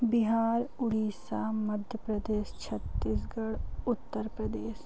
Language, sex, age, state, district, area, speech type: Hindi, female, 18-30, Madhya Pradesh, Katni, urban, spontaneous